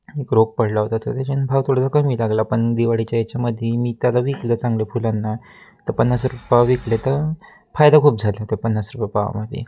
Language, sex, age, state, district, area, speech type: Marathi, male, 18-30, Maharashtra, Wardha, rural, spontaneous